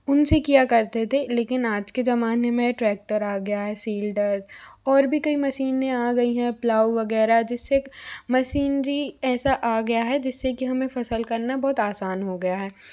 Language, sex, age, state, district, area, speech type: Hindi, female, 45-60, Madhya Pradesh, Bhopal, urban, spontaneous